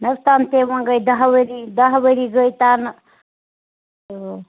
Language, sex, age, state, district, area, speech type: Kashmiri, female, 45-60, Jammu and Kashmir, Srinagar, urban, conversation